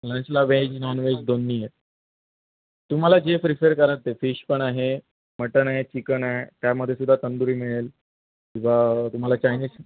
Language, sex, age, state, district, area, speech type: Marathi, male, 30-45, Maharashtra, Sindhudurg, urban, conversation